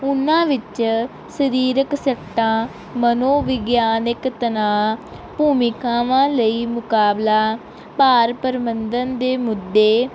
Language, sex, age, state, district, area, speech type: Punjabi, female, 18-30, Punjab, Barnala, rural, spontaneous